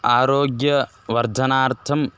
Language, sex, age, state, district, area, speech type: Sanskrit, male, 18-30, Karnataka, Bellary, rural, spontaneous